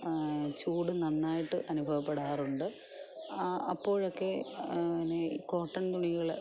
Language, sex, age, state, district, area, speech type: Malayalam, female, 45-60, Kerala, Alappuzha, rural, spontaneous